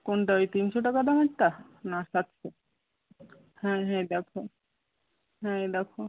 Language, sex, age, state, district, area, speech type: Bengali, female, 45-60, West Bengal, Hooghly, rural, conversation